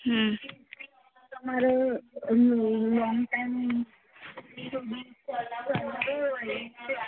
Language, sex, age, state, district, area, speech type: Gujarati, female, 18-30, Gujarat, Ahmedabad, urban, conversation